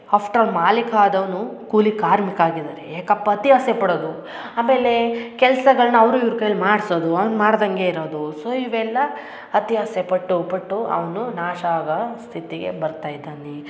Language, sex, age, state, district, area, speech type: Kannada, female, 30-45, Karnataka, Hassan, rural, spontaneous